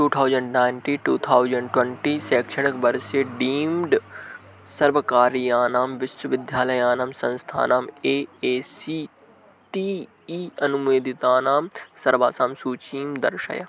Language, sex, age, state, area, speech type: Sanskrit, male, 18-30, Madhya Pradesh, urban, read